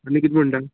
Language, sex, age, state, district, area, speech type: Goan Konkani, male, 18-30, Goa, Canacona, rural, conversation